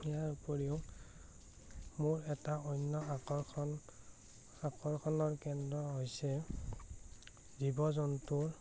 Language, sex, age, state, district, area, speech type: Assamese, male, 18-30, Assam, Morigaon, rural, spontaneous